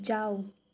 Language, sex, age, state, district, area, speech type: Nepali, female, 18-30, West Bengal, Darjeeling, rural, read